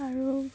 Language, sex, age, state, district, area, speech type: Assamese, female, 18-30, Assam, Sivasagar, rural, spontaneous